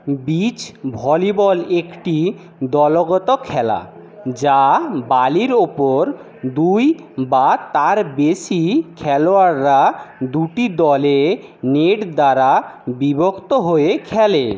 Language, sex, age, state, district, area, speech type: Bengali, male, 60+, West Bengal, Jhargram, rural, read